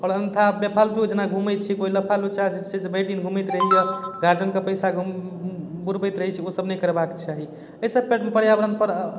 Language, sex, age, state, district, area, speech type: Maithili, male, 18-30, Bihar, Darbhanga, urban, spontaneous